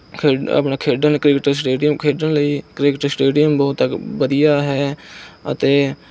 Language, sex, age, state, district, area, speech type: Punjabi, male, 18-30, Punjab, Mohali, rural, spontaneous